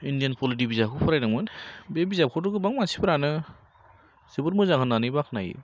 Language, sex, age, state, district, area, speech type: Bodo, male, 18-30, Assam, Baksa, rural, spontaneous